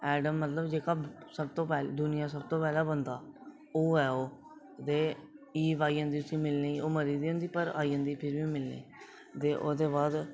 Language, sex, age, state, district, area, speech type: Dogri, male, 18-30, Jammu and Kashmir, Reasi, rural, spontaneous